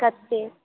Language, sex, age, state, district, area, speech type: Maithili, female, 18-30, Bihar, Saharsa, rural, conversation